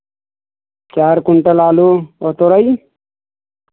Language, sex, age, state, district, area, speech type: Hindi, male, 45-60, Uttar Pradesh, Lucknow, urban, conversation